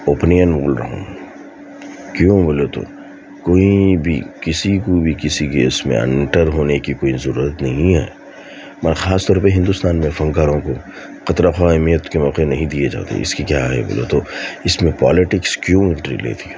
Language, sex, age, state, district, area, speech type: Urdu, male, 45-60, Telangana, Hyderabad, urban, spontaneous